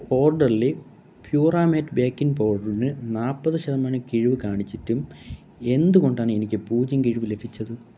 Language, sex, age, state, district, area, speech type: Malayalam, male, 18-30, Kerala, Kollam, rural, read